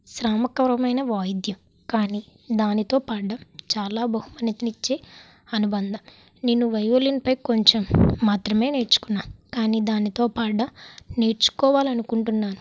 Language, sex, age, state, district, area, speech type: Telugu, female, 18-30, Andhra Pradesh, Kakinada, rural, spontaneous